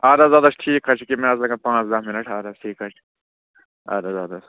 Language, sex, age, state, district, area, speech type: Kashmiri, male, 18-30, Jammu and Kashmir, Budgam, rural, conversation